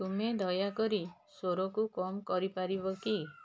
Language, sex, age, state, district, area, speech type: Odia, female, 45-60, Odisha, Puri, urban, read